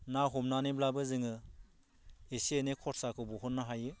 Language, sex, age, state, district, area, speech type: Bodo, male, 45-60, Assam, Baksa, rural, spontaneous